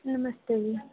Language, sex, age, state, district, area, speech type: Dogri, female, 18-30, Jammu and Kashmir, Reasi, rural, conversation